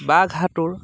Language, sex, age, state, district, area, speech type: Assamese, male, 30-45, Assam, Lakhimpur, rural, spontaneous